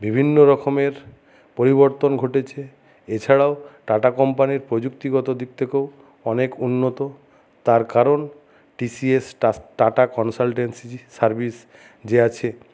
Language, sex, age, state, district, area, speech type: Bengali, male, 60+, West Bengal, Jhargram, rural, spontaneous